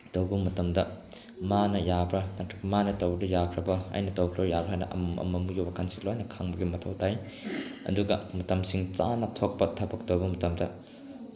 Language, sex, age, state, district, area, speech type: Manipuri, male, 18-30, Manipur, Chandel, rural, spontaneous